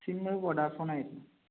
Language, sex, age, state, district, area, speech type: Malayalam, male, 18-30, Kerala, Malappuram, rural, conversation